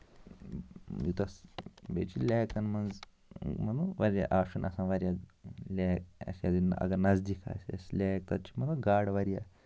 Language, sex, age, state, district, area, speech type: Kashmiri, male, 30-45, Jammu and Kashmir, Ganderbal, rural, spontaneous